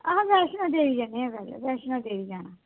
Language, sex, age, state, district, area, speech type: Dogri, female, 60+, Jammu and Kashmir, Kathua, rural, conversation